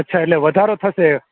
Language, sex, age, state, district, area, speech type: Gujarati, male, 30-45, Gujarat, Surat, urban, conversation